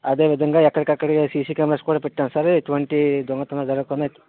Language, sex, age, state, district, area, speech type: Telugu, male, 60+, Andhra Pradesh, Vizianagaram, rural, conversation